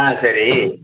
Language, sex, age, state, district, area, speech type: Tamil, male, 45-60, Tamil Nadu, Mayiladuthurai, urban, conversation